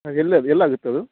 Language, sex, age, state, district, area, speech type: Kannada, male, 18-30, Karnataka, Uttara Kannada, rural, conversation